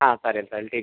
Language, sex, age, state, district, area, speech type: Marathi, male, 30-45, Maharashtra, Akola, rural, conversation